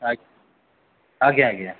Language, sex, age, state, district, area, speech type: Odia, male, 45-60, Odisha, Koraput, urban, conversation